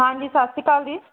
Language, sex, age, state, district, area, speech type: Punjabi, female, 30-45, Punjab, Tarn Taran, rural, conversation